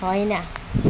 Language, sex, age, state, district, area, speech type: Nepali, female, 18-30, West Bengal, Alipurduar, urban, read